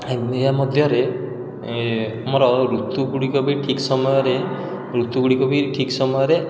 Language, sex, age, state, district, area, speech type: Odia, male, 18-30, Odisha, Puri, urban, spontaneous